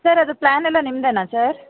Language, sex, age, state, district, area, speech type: Kannada, female, 30-45, Karnataka, Bangalore Urban, rural, conversation